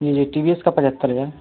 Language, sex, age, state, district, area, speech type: Hindi, male, 18-30, Uttar Pradesh, Mau, rural, conversation